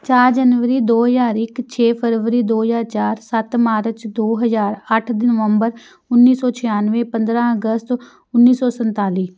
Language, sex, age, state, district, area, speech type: Punjabi, female, 45-60, Punjab, Amritsar, urban, spontaneous